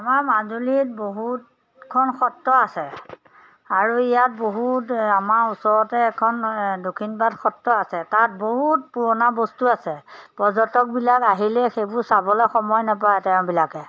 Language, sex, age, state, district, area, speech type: Assamese, female, 45-60, Assam, Majuli, urban, spontaneous